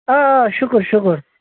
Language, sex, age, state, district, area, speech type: Kashmiri, male, 30-45, Jammu and Kashmir, Bandipora, rural, conversation